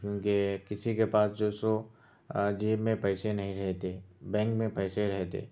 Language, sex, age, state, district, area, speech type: Urdu, male, 30-45, Telangana, Hyderabad, urban, spontaneous